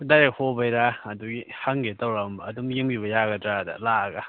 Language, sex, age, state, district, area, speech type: Manipuri, male, 18-30, Manipur, Kakching, rural, conversation